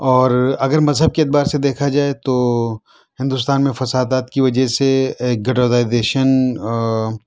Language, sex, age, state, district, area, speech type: Urdu, male, 30-45, Delhi, South Delhi, urban, spontaneous